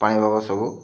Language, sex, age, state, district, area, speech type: Odia, male, 45-60, Odisha, Bargarh, urban, spontaneous